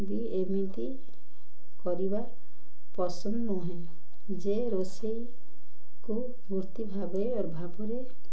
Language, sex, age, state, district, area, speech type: Odia, female, 60+, Odisha, Ganjam, urban, spontaneous